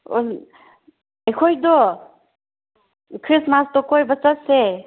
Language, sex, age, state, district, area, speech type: Manipuri, female, 30-45, Manipur, Chandel, rural, conversation